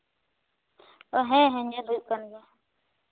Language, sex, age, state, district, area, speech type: Santali, female, 18-30, West Bengal, Bankura, rural, conversation